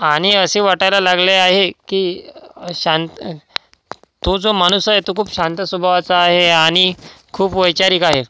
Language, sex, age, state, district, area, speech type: Marathi, male, 18-30, Maharashtra, Washim, rural, spontaneous